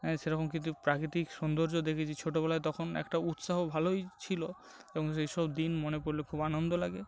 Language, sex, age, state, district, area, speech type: Bengali, male, 18-30, West Bengal, North 24 Parganas, rural, spontaneous